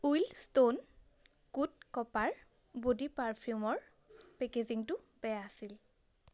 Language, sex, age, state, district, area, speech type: Assamese, female, 18-30, Assam, Majuli, urban, read